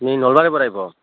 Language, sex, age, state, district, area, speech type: Assamese, male, 30-45, Assam, Barpeta, rural, conversation